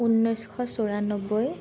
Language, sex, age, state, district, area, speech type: Assamese, female, 18-30, Assam, Sonitpur, rural, spontaneous